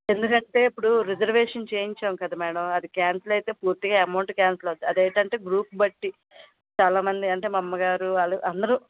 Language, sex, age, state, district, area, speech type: Telugu, female, 60+, Andhra Pradesh, Vizianagaram, rural, conversation